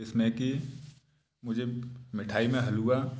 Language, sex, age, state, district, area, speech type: Hindi, male, 30-45, Madhya Pradesh, Gwalior, urban, spontaneous